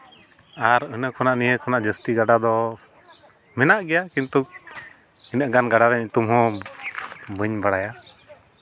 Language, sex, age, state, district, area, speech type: Santali, male, 18-30, West Bengal, Malda, rural, spontaneous